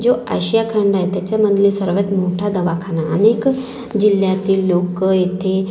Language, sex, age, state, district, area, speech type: Marathi, female, 18-30, Maharashtra, Nagpur, urban, spontaneous